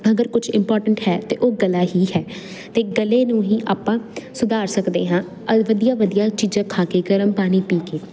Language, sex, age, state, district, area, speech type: Punjabi, female, 18-30, Punjab, Jalandhar, urban, spontaneous